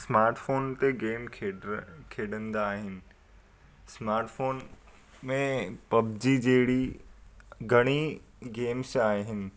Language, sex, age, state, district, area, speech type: Sindhi, male, 18-30, Gujarat, Surat, urban, spontaneous